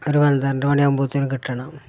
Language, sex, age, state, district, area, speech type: Malayalam, male, 60+, Kerala, Malappuram, rural, spontaneous